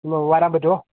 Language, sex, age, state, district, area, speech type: Malayalam, male, 30-45, Kerala, Idukki, rural, conversation